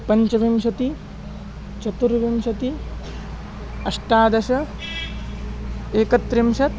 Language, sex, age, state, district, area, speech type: Sanskrit, male, 18-30, Maharashtra, Beed, urban, spontaneous